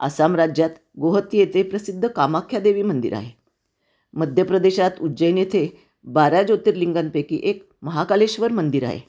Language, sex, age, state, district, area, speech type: Marathi, female, 60+, Maharashtra, Nashik, urban, spontaneous